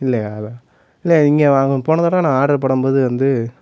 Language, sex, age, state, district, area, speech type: Tamil, male, 18-30, Tamil Nadu, Madurai, urban, spontaneous